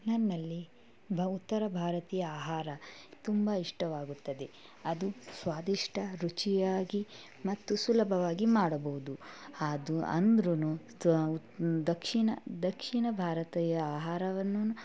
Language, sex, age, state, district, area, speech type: Kannada, female, 18-30, Karnataka, Mysore, rural, spontaneous